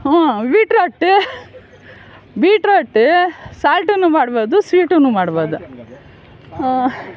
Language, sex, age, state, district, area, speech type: Kannada, female, 60+, Karnataka, Bangalore Rural, rural, spontaneous